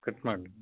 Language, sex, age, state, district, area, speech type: Kannada, male, 30-45, Karnataka, Chitradurga, rural, conversation